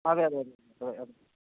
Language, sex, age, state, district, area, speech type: Malayalam, male, 45-60, Kerala, Kottayam, rural, conversation